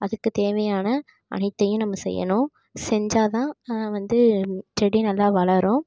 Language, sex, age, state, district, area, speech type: Tamil, female, 18-30, Tamil Nadu, Tiruvarur, rural, spontaneous